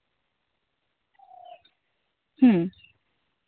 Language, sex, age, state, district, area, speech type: Santali, female, 18-30, West Bengal, Jhargram, rural, conversation